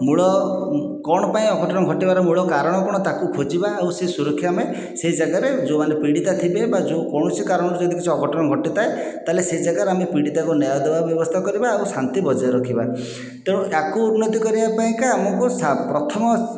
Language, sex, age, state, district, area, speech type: Odia, male, 45-60, Odisha, Khordha, rural, spontaneous